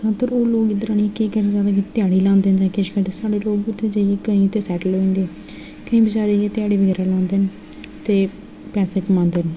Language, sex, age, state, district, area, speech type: Dogri, female, 18-30, Jammu and Kashmir, Jammu, rural, spontaneous